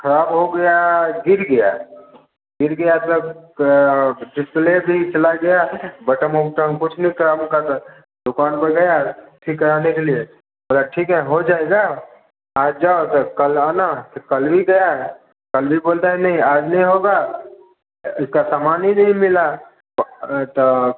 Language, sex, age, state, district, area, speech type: Hindi, male, 30-45, Bihar, Darbhanga, rural, conversation